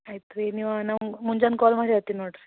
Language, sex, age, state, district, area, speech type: Kannada, female, 18-30, Karnataka, Gulbarga, urban, conversation